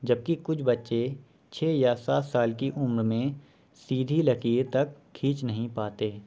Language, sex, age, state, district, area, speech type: Urdu, male, 18-30, Uttar Pradesh, Shahjahanpur, rural, spontaneous